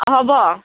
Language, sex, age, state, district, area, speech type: Assamese, female, 45-60, Assam, Kamrup Metropolitan, urban, conversation